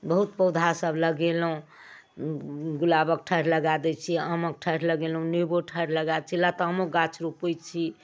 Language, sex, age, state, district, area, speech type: Maithili, female, 60+, Bihar, Darbhanga, rural, spontaneous